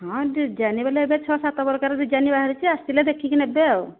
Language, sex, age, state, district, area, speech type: Odia, female, 45-60, Odisha, Nayagarh, rural, conversation